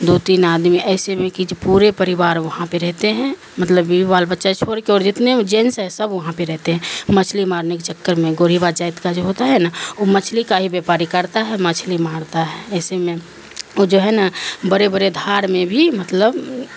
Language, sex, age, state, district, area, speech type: Urdu, female, 45-60, Bihar, Darbhanga, rural, spontaneous